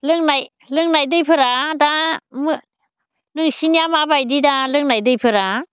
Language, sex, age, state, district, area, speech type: Bodo, female, 60+, Assam, Baksa, rural, spontaneous